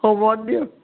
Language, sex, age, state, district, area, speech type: Assamese, female, 60+, Assam, Dhemaji, rural, conversation